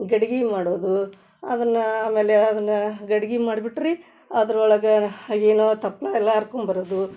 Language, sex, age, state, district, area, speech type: Kannada, female, 30-45, Karnataka, Gadag, rural, spontaneous